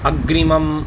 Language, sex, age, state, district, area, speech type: Sanskrit, male, 45-60, Tamil Nadu, Coimbatore, urban, read